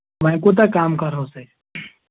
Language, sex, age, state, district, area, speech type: Kashmiri, male, 18-30, Jammu and Kashmir, Anantnag, rural, conversation